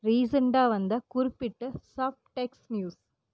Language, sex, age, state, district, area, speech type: Tamil, female, 30-45, Tamil Nadu, Erode, rural, read